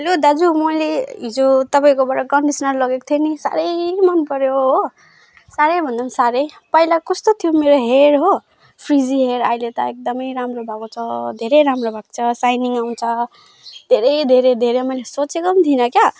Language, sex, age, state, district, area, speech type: Nepali, female, 18-30, West Bengal, Alipurduar, urban, spontaneous